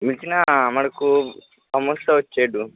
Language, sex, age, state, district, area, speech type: Bengali, male, 18-30, West Bengal, Purba Bardhaman, urban, conversation